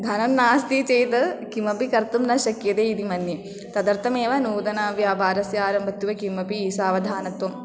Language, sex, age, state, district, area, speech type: Sanskrit, female, 18-30, Kerala, Thrissur, urban, spontaneous